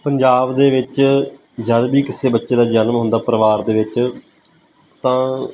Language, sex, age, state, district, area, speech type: Punjabi, male, 18-30, Punjab, Kapurthala, rural, spontaneous